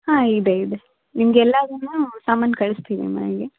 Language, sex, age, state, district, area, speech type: Kannada, female, 18-30, Karnataka, Vijayanagara, rural, conversation